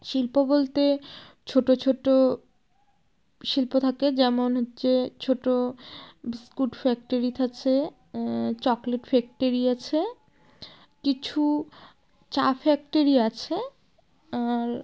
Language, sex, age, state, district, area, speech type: Bengali, female, 45-60, West Bengal, Jalpaiguri, rural, spontaneous